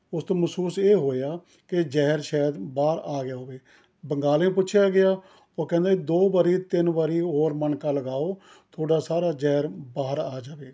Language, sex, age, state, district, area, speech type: Punjabi, male, 60+, Punjab, Rupnagar, rural, spontaneous